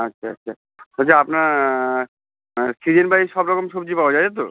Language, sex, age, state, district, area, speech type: Bengali, male, 30-45, West Bengal, Uttar Dinajpur, urban, conversation